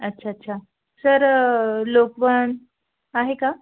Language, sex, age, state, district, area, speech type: Marathi, female, 30-45, Maharashtra, Buldhana, rural, conversation